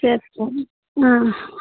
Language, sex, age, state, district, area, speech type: Telugu, male, 45-60, Telangana, Mancherial, rural, conversation